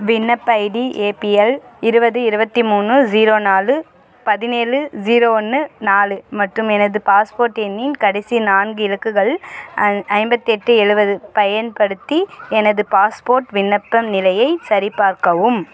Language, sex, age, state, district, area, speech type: Tamil, female, 18-30, Tamil Nadu, Tirupattur, rural, read